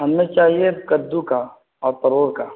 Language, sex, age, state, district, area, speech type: Urdu, male, 18-30, Bihar, Gaya, urban, conversation